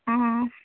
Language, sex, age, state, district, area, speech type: Assamese, female, 18-30, Assam, Golaghat, urban, conversation